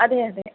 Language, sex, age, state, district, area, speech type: Malayalam, female, 30-45, Kerala, Kottayam, urban, conversation